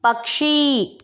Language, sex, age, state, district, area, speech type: Hindi, female, 60+, Rajasthan, Jaipur, urban, read